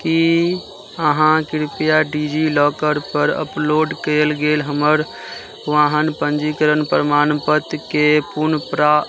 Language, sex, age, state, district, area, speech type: Maithili, male, 18-30, Bihar, Madhubani, rural, read